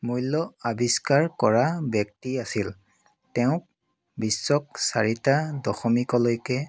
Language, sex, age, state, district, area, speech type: Assamese, male, 30-45, Assam, Biswanath, rural, spontaneous